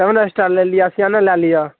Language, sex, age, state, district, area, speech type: Maithili, male, 18-30, Bihar, Darbhanga, rural, conversation